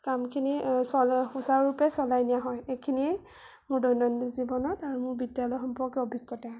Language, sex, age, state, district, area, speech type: Assamese, female, 18-30, Assam, Sonitpur, urban, spontaneous